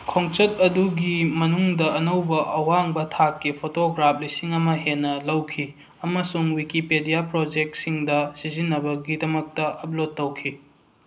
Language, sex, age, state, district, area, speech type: Manipuri, male, 18-30, Manipur, Bishnupur, rural, read